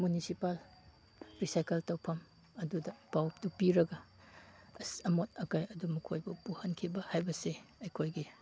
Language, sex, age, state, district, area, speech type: Manipuri, male, 30-45, Manipur, Chandel, rural, spontaneous